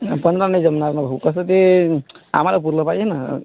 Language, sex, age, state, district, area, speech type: Marathi, male, 18-30, Maharashtra, Washim, urban, conversation